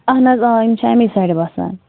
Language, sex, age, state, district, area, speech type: Kashmiri, female, 30-45, Jammu and Kashmir, Bandipora, rural, conversation